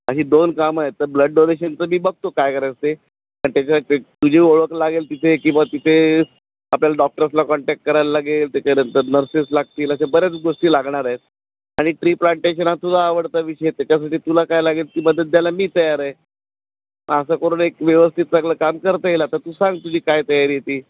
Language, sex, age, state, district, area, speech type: Marathi, male, 60+, Maharashtra, Nashik, urban, conversation